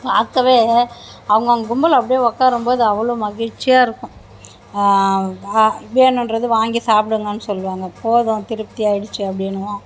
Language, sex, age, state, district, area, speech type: Tamil, female, 60+, Tamil Nadu, Mayiladuthurai, rural, spontaneous